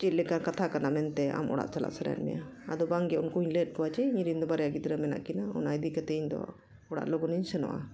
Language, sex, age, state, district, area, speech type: Santali, female, 45-60, Jharkhand, Bokaro, rural, spontaneous